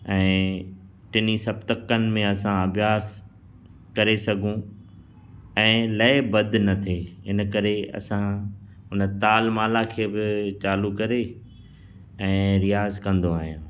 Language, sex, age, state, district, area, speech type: Sindhi, male, 45-60, Gujarat, Kutch, urban, spontaneous